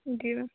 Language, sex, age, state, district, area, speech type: Hindi, female, 18-30, Madhya Pradesh, Narsinghpur, rural, conversation